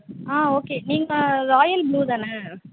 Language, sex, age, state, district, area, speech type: Tamil, female, 30-45, Tamil Nadu, Thanjavur, rural, conversation